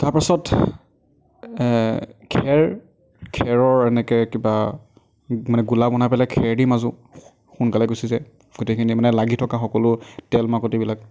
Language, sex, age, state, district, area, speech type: Assamese, male, 30-45, Assam, Darrang, rural, spontaneous